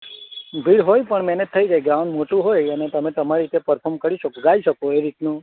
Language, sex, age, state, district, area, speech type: Gujarati, male, 30-45, Gujarat, Narmada, rural, conversation